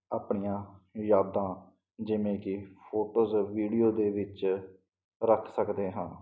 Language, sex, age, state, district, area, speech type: Punjabi, male, 30-45, Punjab, Mansa, urban, spontaneous